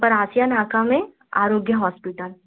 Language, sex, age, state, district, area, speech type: Hindi, female, 18-30, Madhya Pradesh, Chhindwara, urban, conversation